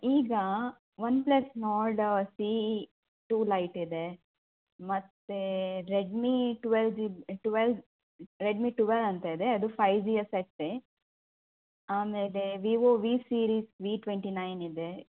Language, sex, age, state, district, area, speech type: Kannada, female, 18-30, Karnataka, Udupi, rural, conversation